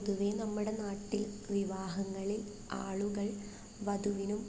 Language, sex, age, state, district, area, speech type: Malayalam, female, 18-30, Kerala, Pathanamthitta, urban, spontaneous